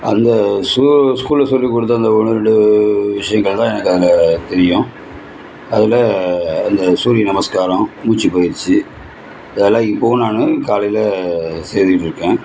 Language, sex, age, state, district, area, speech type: Tamil, male, 30-45, Tamil Nadu, Cuddalore, rural, spontaneous